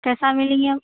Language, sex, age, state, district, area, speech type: Urdu, female, 18-30, Telangana, Hyderabad, urban, conversation